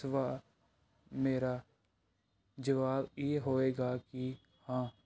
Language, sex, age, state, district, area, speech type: Punjabi, male, 18-30, Punjab, Pathankot, urban, spontaneous